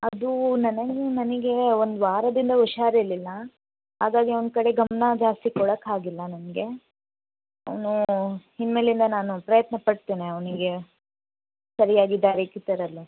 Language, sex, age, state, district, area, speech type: Kannada, female, 18-30, Karnataka, Davanagere, rural, conversation